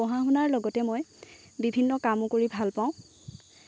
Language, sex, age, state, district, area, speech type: Assamese, female, 18-30, Assam, Lakhimpur, rural, spontaneous